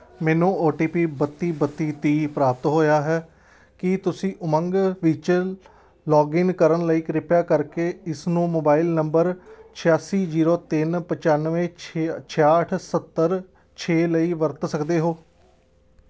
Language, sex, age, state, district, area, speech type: Punjabi, male, 30-45, Punjab, Amritsar, urban, read